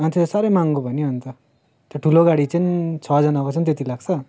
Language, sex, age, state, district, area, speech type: Nepali, male, 18-30, West Bengal, Darjeeling, rural, spontaneous